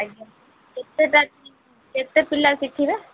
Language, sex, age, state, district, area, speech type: Odia, female, 30-45, Odisha, Rayagada, rural, conversation